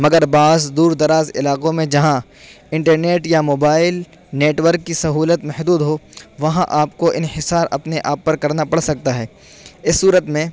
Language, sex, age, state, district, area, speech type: Urdu, male, 18-30, Uttar Pradesh, Saharanpur, urban, spontaneous